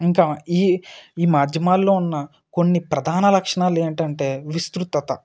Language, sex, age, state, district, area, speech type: Telugu, male, 18-30, Andhra Pradesh, Eluru, rural, spontaneous